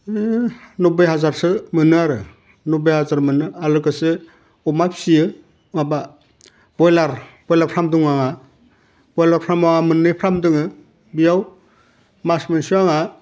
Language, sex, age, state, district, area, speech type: Bodo, male, 60+, Assam, Udalguri, rural, spontaneous